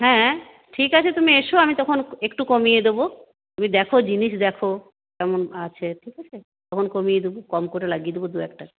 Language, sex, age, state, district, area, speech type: Bengali, female, 45-60, West Bengal, Purulia, rural, conversation